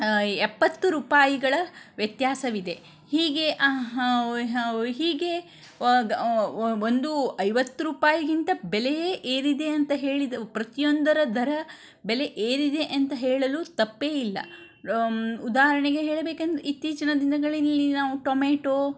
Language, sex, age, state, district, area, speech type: Kannada, female, 60+, Karnataka, Shimoga, rural, spontaneous